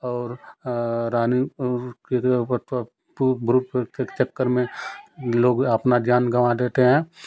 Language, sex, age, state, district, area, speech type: Hindi, male, 45-60, Uttar Pradesh, Ghazipur, rural, spontaneous